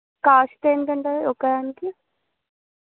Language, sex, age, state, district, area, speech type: Telugu, female, 18-30, Telangana, Nizamabad, urban, conversation